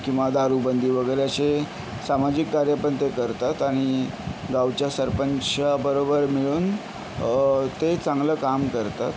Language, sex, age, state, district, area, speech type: Marathi, male, 18-30, Maharashtra, Yavatmal, urban, spontaneous